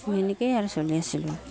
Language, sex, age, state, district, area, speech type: Assamese, female, 45-60, Assam, Udalguri, rural, spontaneous